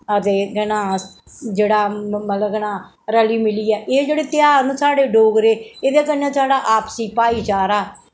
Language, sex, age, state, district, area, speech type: Dogri, female, 60+, Jammu and Kashmir, Reasi, urban, spontaneous